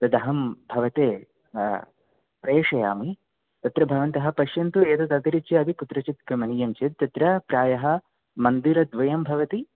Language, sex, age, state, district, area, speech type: Sanskrit, male, 18-30, Kerala, Kannur, rural, conversation